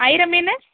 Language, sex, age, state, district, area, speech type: Tamil, female, 30-45, Tamil Nadu, Theni, urban, conversation